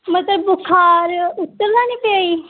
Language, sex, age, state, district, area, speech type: Punjabi, female, 18-30, Punjab, Mansa, rural, conversation